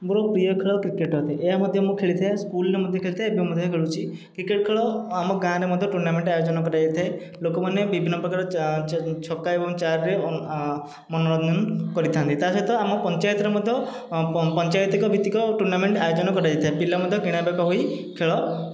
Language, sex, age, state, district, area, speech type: Odia, male, 30-45, Odisha, Khordha, rural, spontaneous